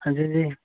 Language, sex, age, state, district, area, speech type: Dogri, male, 18-30, Jammu and Kashmir, Reasi, rural, conversation